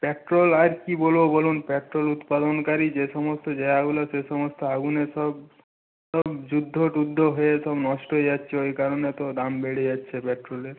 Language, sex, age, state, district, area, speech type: Bengali, male, 45-60, West Bengal, Nadia, rural, conversation